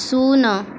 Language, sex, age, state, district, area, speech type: Odia, female, 18-30, Odisha, Subarnapur, rural, read